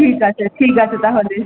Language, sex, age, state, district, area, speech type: Bengali, female, 18-30, West Bengal, Malda, urban, conversation